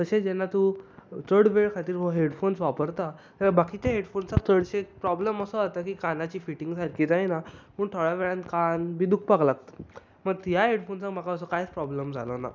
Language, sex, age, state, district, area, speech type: Goan Konkani, male, 18-30, Goa, Bardez, urban, spontaneous